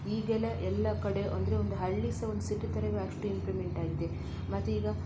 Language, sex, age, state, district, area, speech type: Kannada, female, 30-45, Karnataka, Shimoga, rural, spontaneous